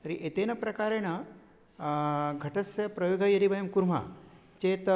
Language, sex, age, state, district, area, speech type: Sanskrit, male, 60+, Maharashtra, Nagpur, urban, spontaneous